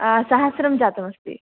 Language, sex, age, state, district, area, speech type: Sanskrit, female, 18-30, Karnataka, Bagalkot, urban, conversation